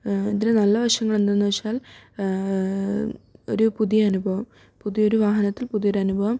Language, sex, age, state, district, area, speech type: Malayalam, female, 45-60, Kerala, Wayanad, rural, spontaneous